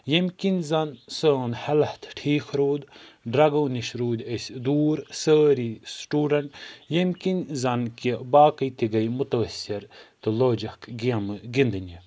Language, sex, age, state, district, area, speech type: Kashmiri, male, 45-60, Jammu and Kashmir, Budgam, rural, spontaneous